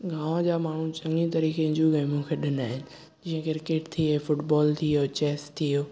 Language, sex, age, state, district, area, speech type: Sindhi, male, 18-30, Maharashtra, Thane, urban, spontaneous